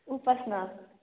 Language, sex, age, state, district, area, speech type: Nepali, female, 18-30, West Bengal, Kalimpong, rural, conversation